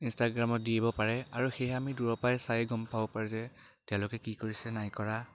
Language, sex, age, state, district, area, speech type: Assamese, male, 18-30, Assam, Biswanath, rural, spontaneous